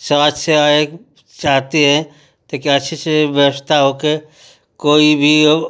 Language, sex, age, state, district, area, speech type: Hindi, male, 45-60, Uttar Pradesh, Ghazipur, rural, spontaneous